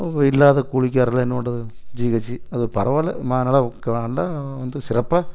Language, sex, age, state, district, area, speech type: Tamil, male, 60+, Tamil Nadu, Erode, urban, spontaneous